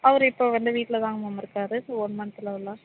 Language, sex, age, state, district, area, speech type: Tamil, female, 18-30, Tamil Nadu, Namakkal, urban, conversation